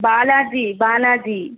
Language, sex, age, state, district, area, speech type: Kannada, female, 60+, Karnataka, Bangalore Rural, rural, conversation